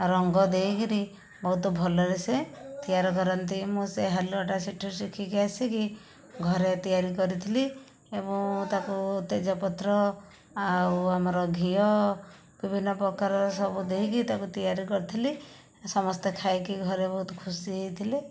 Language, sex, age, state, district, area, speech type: Odia, female, 60+, Odisha, Khordha, rural, spontaneous